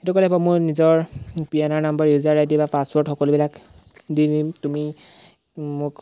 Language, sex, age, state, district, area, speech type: Assamese, male, 18-30, Assam, Golaghat, rural, spontaneous